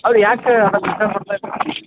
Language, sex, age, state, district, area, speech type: Kannada, male, 30-45, Karnataka, Koppal, rural, conversation